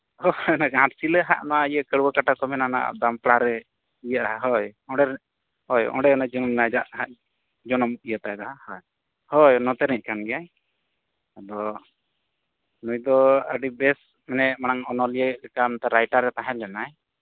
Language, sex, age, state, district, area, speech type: Santali, male, 18-30, Jharkhand, East Singhbhum, rural, conversation